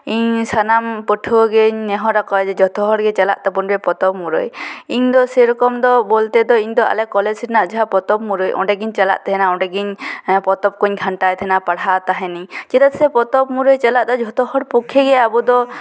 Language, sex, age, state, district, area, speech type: Santali, female, 18-30, West Bengal, Purba Bardhaman, rural, spontaneous